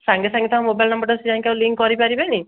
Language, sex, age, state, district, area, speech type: Odia, male, 18-30, Odisha, Dhenkanal, rural, conversation